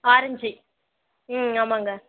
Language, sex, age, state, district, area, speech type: Tamil, female, 18-30, Tamil Nadu, Kallakurichi, rural, conversation